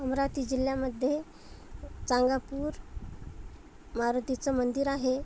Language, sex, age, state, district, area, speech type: Marathi, female, 30-45, Maharashtra, Amravati, urban, spontaneous